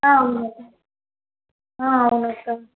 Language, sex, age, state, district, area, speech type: Telugu, female, 30-45, Andhra Pradesh, Kadapa, rural, conversation